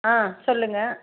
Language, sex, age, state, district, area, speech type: Tamil, female, 60+, Tamil Nadu, Krishnagiri, rural, conversation